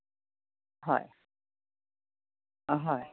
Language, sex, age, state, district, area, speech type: Assamese, female, 60+, Assam, Majuli, urban, conversation